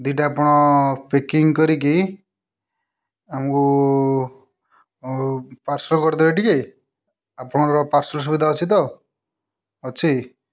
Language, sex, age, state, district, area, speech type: Odia, male, 30-45, Odisha, Kendujhar, urban, spontaneous